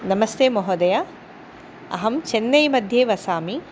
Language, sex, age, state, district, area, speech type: Sanskrit, female, 45-60, Karnataka, Udupi, urban, spontaneous